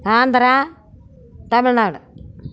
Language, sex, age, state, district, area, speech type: Tamil, female, 60+, Tamil Nadu, Erode, urban, spontaneous